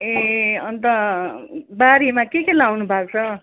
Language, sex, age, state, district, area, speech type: Nepali, female, 60+, West Bengal, Kalimpong, rural, conversation